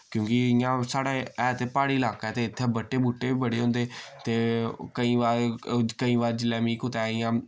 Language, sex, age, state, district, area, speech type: Dogri, male, 18-30, Jammu and Kashmir, Samba, rural, spontaneous